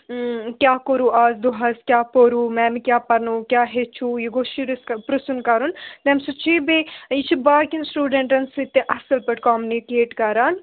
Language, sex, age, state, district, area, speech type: Kashmiri, female, 18-30, Jammu and Kashmir, Srinagar, urban, conversation